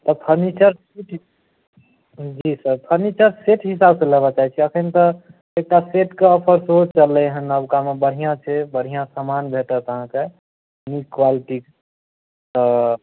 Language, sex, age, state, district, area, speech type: Maithili, male, 18-30, Bihar, Madhubani, rural, conversation